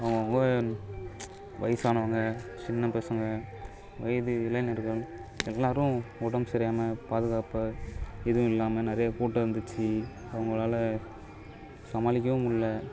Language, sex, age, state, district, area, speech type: Tamil, male, 18-30, Tamil Nadu, Kallakurichi, rural, spontaneous